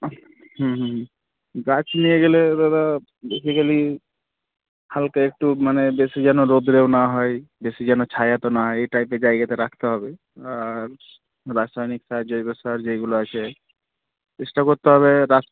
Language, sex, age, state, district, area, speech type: Bengali, male, 18-30, West Bengal, Murshidabad, urban, conversation